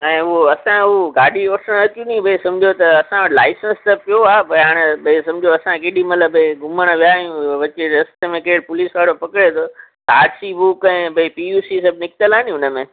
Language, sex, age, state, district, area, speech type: Sindhi, male, 30-45, Gujarat, Junagadh, rural, conversation